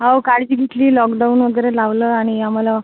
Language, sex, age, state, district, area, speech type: Marathi, female, 30-45, Maharashtra, Akola, rural, conversation